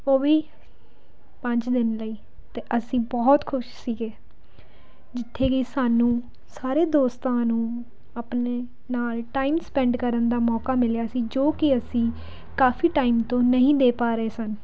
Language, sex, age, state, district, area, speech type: Punjabi, female, 18-30, Punjab, Pathankot, urban, spontaneous